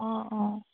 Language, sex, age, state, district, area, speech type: Assamese, female, 18-30, Assam, Golaghat, urban, conversation